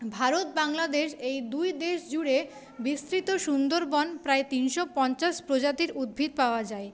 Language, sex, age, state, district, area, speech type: Bengali, female, 30-45, West Bengal, Paschim Bardhaman, urban, spontaneous